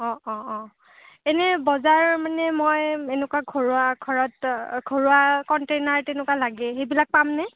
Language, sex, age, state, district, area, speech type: Assamese, female, 30-45, Assam, Kamrup Metropolitan, urban, conversation